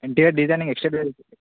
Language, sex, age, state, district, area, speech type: Telugu, male, 18-30, Telangana, Bhadradri Kothagudem, urban, conversation